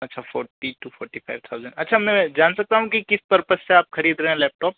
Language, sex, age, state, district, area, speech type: Hindi, male, 18-30, Madhya Pradesh, Ujjain, rural, conversation